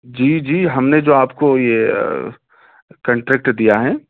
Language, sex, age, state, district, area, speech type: Urdu, male, 18-30, Jammu and Kashmir, Srinagar, rural, conversation